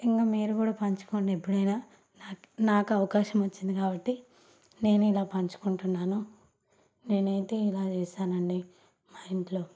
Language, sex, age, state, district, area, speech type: Telugu, female, 18-30, Telangana, Nalgonda, rural, spontaneous